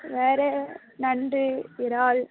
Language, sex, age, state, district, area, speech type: Tamil, female, 18-30, Tamil Nadu, Thoothukudi, rural, conversation